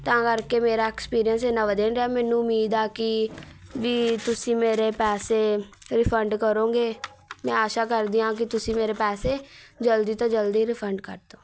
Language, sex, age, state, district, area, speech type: Punjabi, female, 18-30, Punjab, Patiala, urban, spontaneous